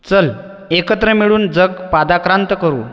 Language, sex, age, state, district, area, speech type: Marathi, male, 30-45, Maharashtra, Buldhana, urban, read